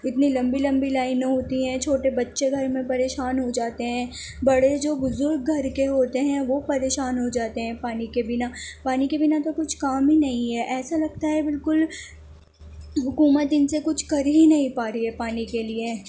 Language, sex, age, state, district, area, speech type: Urdu, female, 18-30, Delhi, Central Delhi, urban, spontaneous